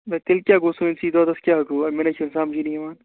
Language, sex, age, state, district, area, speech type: Kashmiri, male, 30-45, Jammu and Kashmir, Srinagar, urban, conversation